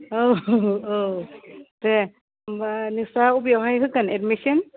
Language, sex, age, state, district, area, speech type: Bodo, female, 30-45, Assam, Udalguri, urban, conversation